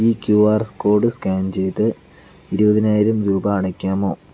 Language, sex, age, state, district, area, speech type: Malayalam, male, 30-45, Kerala, Palakkad, urban, read